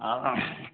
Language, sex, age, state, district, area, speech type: Tamil, male, 30-45, Tamil Nadu, Ariyalur, rural, conversation